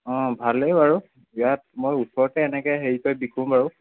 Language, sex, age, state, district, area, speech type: Assamese, male, 45-60, Assam, Charaideo, rural, conversation